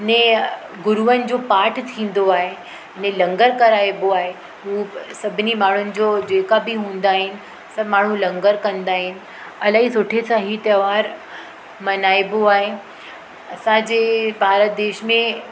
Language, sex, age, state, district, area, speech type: Sindhi, female, 30-45, Maharashtra, Mumbai Suburban, urban, spontaneous